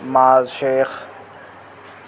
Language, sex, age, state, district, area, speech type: Urdu, male, 18-30, Uttar Pradesh, Azamgarh, rural, spontaneous